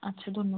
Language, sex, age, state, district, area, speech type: Bengali, female, 30-45, West Bengal, Jalpaiguri, rural, conversation